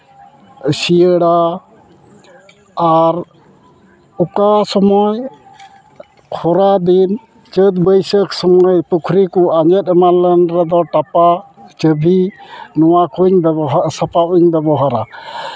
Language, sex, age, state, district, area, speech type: Santali, male, 60+, West Bengal, Malda, rural, spontaneous